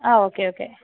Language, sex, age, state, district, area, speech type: Malayalam, female, 18-30, Kerala, Pathanamthitta, rural, conversation